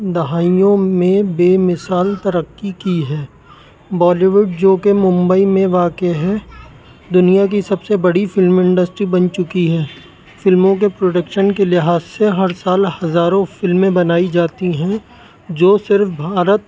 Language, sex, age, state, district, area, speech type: Urdu, male, 30-45, Uttar Pradesh, Rampur, urban, spontaneous